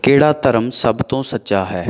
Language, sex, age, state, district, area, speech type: Punjabi, male, 30-45, Punjab, Amritsar, urban, read